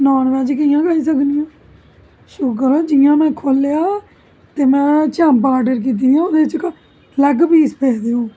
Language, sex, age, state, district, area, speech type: Dogri, female, 30-45, Jammu and Kashmir, Jammu, urban, spontaneous